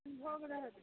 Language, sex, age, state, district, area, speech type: Maithili, female, 45-60, Bihar, Muzaffarpur, urban, conversation